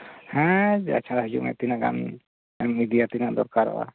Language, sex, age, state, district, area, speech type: Santali, male, 45-60, West Bengal, Malda, rural, conversation